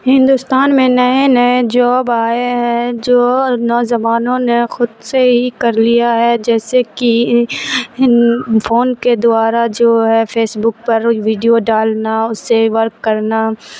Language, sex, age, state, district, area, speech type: Urdu, female, 30-45, Bihar, Supaul, urban, spontaneous